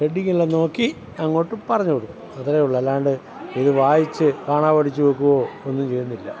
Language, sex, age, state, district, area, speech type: Malayalam, male, 60+, Kerala, Pathanamthitta, rural, spontaneous